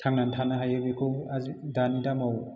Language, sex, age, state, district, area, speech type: Bodo, male, 30-45, Assam, Chirang, urban, spontaneous